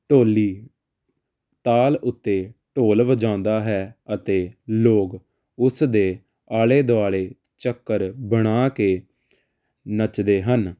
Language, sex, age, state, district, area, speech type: Punjabi, male, 18-30, Punjab, Jalandhar, urban, spontaneous